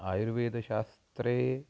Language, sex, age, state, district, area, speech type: Sanskrit, male, 30-45, Karnataka, Uttara Kannada, rural, spontaneous